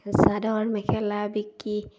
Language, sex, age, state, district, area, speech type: Assamese, female, 30-45, Assam, Sivasagar, rural, spontaneous